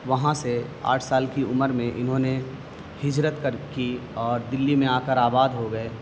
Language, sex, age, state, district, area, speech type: Urdu, male, 30-45, Delhi, North East Delhi, urban, spontaneous